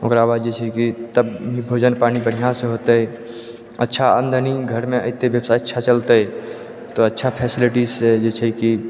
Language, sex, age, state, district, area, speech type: Maithili, male, 18-30, Bihar, Purnia, rural, spontaneous